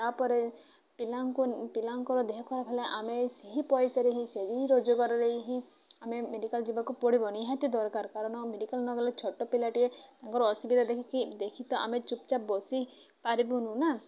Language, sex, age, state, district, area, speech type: Odia, female, 18-30, Odisha, Malkangiri, urban, spontaneous